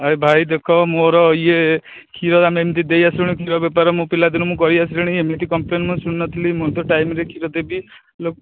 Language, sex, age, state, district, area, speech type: Odia, male, 30-45, Odisha, Nayagarh, rural, conversation